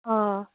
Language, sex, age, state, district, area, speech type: Assamese, female, 30-45, Assam, Darrang, rural, conversation